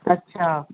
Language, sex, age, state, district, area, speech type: Sindhi, female, 45-60, Uttar Pradesh, Lucknow, rural, conversation